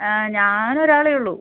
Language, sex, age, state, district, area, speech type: Malayalam, female, 30-45, Kerala, Ernakulam, rural, conversation